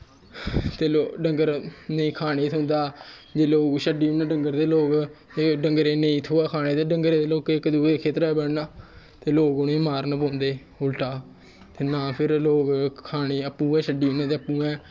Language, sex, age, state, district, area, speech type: Dogri, male, 18-30, Jammu and Kashmir, Kathua, rural, spontaneous